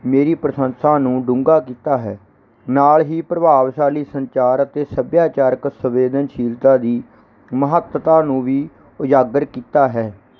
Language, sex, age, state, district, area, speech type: Punjabi, male, 30-45, Punjab, Barnala, urban, spontaneous